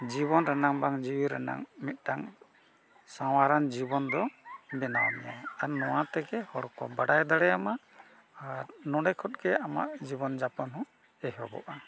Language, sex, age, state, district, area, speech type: Santali, male, 60+, Odisha, Mayurbhanj, rural, spontaneous